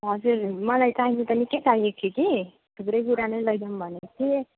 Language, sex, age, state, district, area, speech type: Nepali, female, 18-30, West Bengal, Darjeeling, rural, conversation